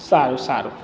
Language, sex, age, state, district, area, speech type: Gujarati, male, 18-30, Gujarat, Surat, urban, spontaneous